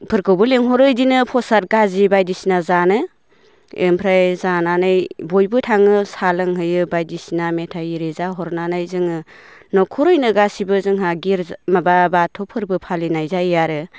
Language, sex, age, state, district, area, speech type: Bodo, female, 30-45, Assam, Baksa, rural, spontaneous